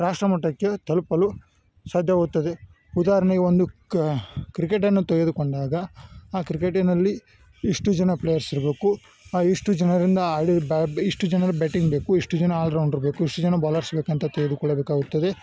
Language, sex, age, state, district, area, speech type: Kannada, male, 18-30, Karnataka, Chikkamagaluru, rural, spontaneous